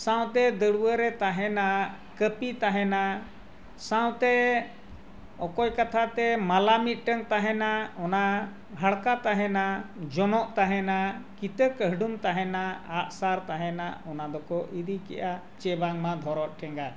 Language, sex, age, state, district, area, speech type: Santali, male, 60+, Jharkhand, Bokaro, rural, spontaneous